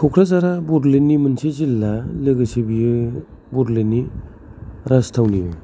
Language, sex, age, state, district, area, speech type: Bodo, male, 30-45, Assam, Kokrajhar, rural, spontaneous